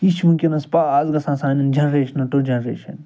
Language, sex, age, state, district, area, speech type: Kashmiri, male, 45-60, Jammu and Kashmir, Srinagar, rural, spontaneous